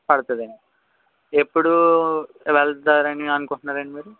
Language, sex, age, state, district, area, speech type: Telugu, male, 18-30, Andhra Pradesh, West Godavari, rural, conversation